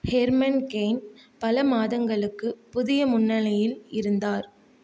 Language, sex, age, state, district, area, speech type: Tamil, female, 18-30, Tamil Nadu, Tiruvallur, urban, read